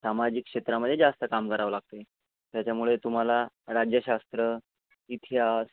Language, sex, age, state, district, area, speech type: Marathi, male, 18-30, Maharashtra, Washim, rural, conversation